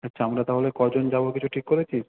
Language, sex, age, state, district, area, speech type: Bengali, male, 18-30, West Bengal, South 24 Parganas, rural, conversation